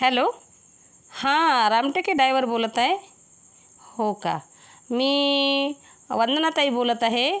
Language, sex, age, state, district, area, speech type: Marathi, female, 45-60, Maharashtra, Yavatmal, rural, spontaneous